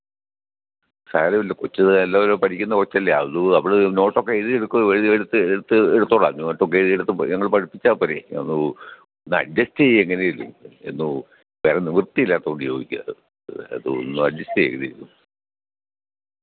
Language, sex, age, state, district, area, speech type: Malayalam, male, 60+, Kerala, Pathanamthitta, rural, conversation